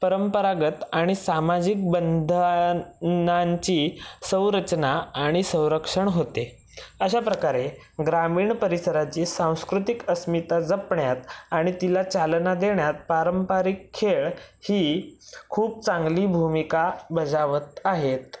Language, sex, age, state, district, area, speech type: Marathi, male, 18-30, Maharashtra, Raigad, rural, spontaneous